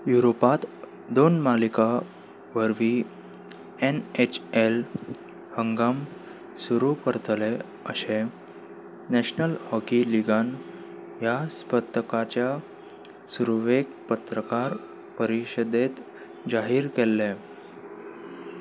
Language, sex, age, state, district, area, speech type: Goan Konkani, male, 18-30, Goa, Salcete, urban, read